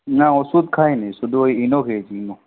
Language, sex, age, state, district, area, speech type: Bengali, male, 18-30, West Bengal, Purulia, urban, conversation